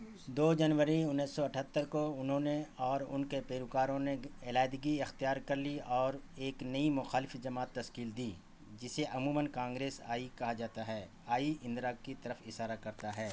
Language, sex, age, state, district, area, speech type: Urdu, male, 45-60, Bihar, Saharsa, rural, read